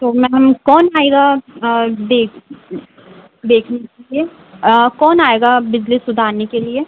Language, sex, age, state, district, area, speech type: Hindi, female, 30-45, Madhya Pradesh, Harda, urban, conversation